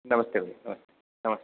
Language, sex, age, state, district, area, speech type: Hindi, male, 18-30, Uttar Pradesh, Azamgarh, rural, conversation